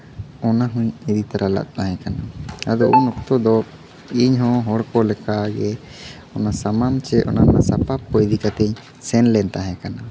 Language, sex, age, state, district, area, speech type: Santali, male, 18-30, Jharkhand, Seraikela Kharsawan, rural, spontaneous